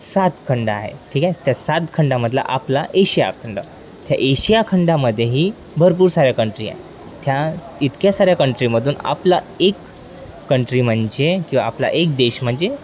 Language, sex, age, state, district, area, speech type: Marathi, male, 18-30, Maharashtra, Wardha, urban, spontaneous